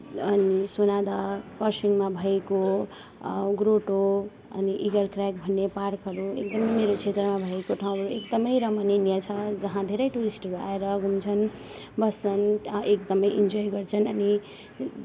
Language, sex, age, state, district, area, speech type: Nepali, female, 18-30, West Bengal, Darjeeling, rural, spontaneous